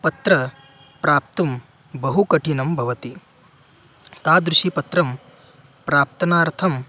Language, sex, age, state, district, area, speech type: Sanskrit, male, 18-30, Maharashtra, Solapur, rural, spontaneous